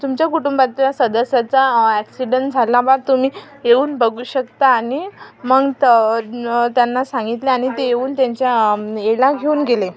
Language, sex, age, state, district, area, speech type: Marathi, female, 18-30, Maharashtra, Amravati, urban, spontaneous